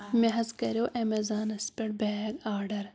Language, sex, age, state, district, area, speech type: Kashmiri, female, 30-45, Jammu and Kashmir, Pulwama, rural, spontaneous